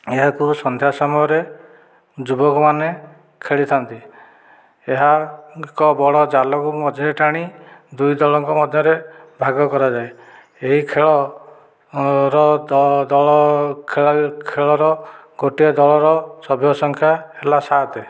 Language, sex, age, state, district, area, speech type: Odia, male, 45-60, Odisha, Dhenkanal, rural, spontaneous